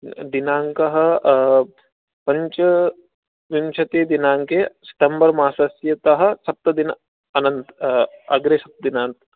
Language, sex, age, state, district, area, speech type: Sanskrit, male, 18-30, Rajasthan, Jaipur, urban, conversation